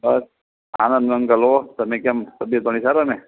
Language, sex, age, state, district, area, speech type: Gujarati, male, 60+, Gujarat, Morbi, urban, conversation